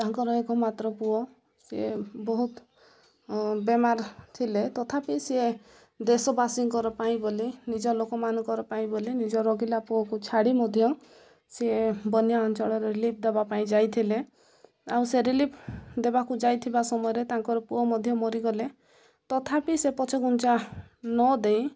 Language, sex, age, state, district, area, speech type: Odia, female, 30-45, Odisha, Koraput, urban, spontaneous